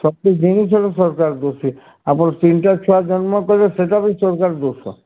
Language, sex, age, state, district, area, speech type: Odia, male, 60+, Odisha, Sundergarh, rural, conversation